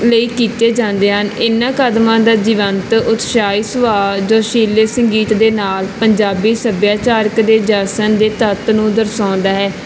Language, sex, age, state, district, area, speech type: Punjabi, female, 18-30, Punjab, Barnala, urban, spontaneous